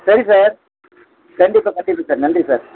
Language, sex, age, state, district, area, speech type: Tamil, male, 60+, Tamil Nadu, Krishnagiri, rural, conversation